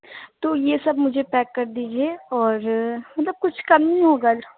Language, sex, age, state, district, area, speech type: Urdu, female, 30-45, Uttar Pradesh, Lucknow, urban, conversation